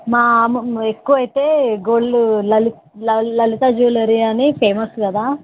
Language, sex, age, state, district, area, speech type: Telugu, female, 30-45, Telangana, Nalgonda, rural, conversation